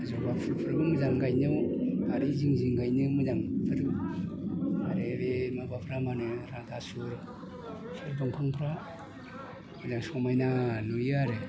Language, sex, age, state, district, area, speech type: Bodo, male, 45-60, Assam, Udalguri, rural, spontaneous